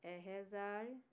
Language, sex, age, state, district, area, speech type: Assamese, female, 45-60, Assam, Tinsukia, urban, spontaneous